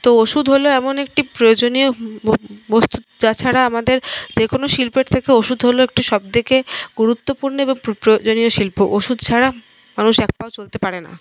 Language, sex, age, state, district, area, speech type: Bengali, female, 30-45, West Bengal, Paschim Bardhaman, urban, spontaneous